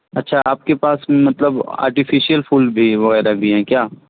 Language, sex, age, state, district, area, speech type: Urdu, male, 18-30, Bihar, Purnia, rural, conversation